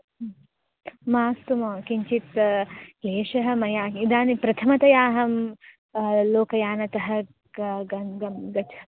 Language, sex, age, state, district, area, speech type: Sanskrit, female, 18-30, Karnataka, Dharwad, urban, conversation